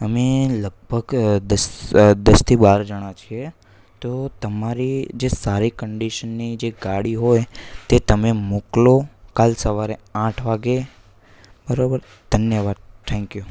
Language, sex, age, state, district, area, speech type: Gujarati, male, 18-30, Gujarat, Anand, urban, spontaneous